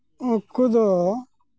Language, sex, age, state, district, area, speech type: Santali, male, 45-60, West Bengal, Malda, rural, spontaneous